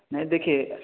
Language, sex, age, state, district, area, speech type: Hindi, male, 18-30, Uttar Pradesh, Varanasi, rural, conversation